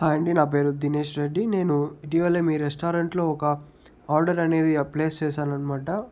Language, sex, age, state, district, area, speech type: Telugu, male, 30-45, Andhra Pradesh, Chittoor, rural, spontaneous